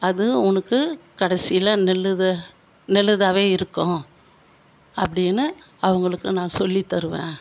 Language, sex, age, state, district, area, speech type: Tamil, female, 60+, Tamil Nadu, Viluppuram, rural, spontaneous